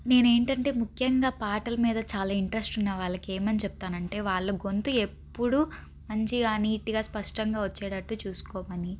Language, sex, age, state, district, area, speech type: Telugu, female, 18-30, Andhra Pradesh, Guntur, urban, spontaneous